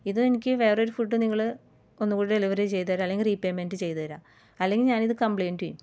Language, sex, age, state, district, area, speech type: Malayalam, female, 30-45, Kerala, Ernakulam, rural, spontaneous